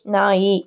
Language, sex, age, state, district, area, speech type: Kannada, female, 18-30, Karnataka, Tumkur, rural, read